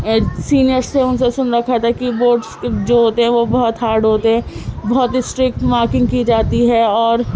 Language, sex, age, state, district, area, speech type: Urdu, female, 18-30, Delhi, Central Delhi, urban, spontaneous